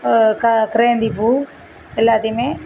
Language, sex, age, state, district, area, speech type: Tamil, female, 45-60, Tamil Nadu, Thoothukudi, rural, spontaneous